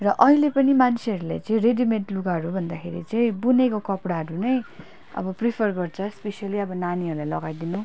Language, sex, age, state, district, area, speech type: Nepali, female, 18-30, West Bengal, Darjeeling, rural, spontaneous